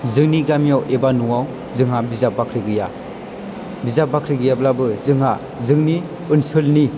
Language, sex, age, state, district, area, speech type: Bodo, male, 18-30, Assam, Chirang, urban, spontaneous